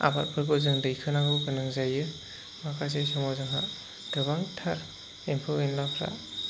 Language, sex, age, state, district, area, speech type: Bodo, male, 30-45, Assam, Chirang, rural, spontaneous